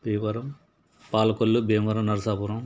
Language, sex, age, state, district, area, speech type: Telugu, male, 60+, Andhra Pradesh, Palnadu, urban, spontaneous